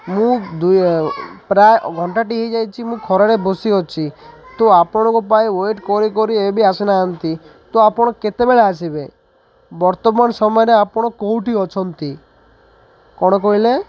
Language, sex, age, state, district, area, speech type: Odia, male, 30-45, Odisha, Malkangiri, urban, spontaneous